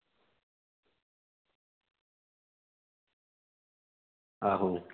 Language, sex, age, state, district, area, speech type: Dogri, male, 18-30, Jammu and Kashmir, Udhampur, rural, conversation